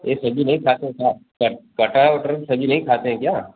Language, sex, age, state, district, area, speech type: Hindi, male, 30-45, Uttar Pradesh, Azamgarh, rural, conversation